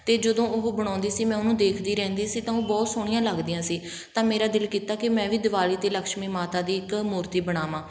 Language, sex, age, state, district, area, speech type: Punjabi, female, 18-30, Punjab, Patiala, rural, spontaneous